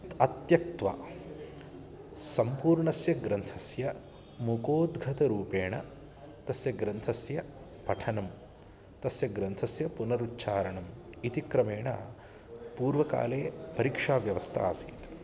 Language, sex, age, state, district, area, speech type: Sanskrit, male, 30-45, Karnataka, Bangalore Urban, urban, spontaneous